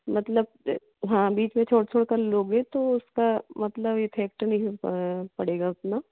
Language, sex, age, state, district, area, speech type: Hindi, female, 45-60, Madhya Pradesh, Betul, urban, conversation